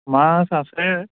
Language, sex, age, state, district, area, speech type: Assamese, male, 30-45, Assam, Sonitpur, rural, conversation